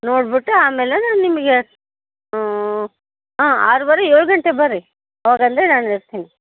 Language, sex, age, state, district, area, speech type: Kannada, female, 45-60, Karnataka, Koppal, rural, conversation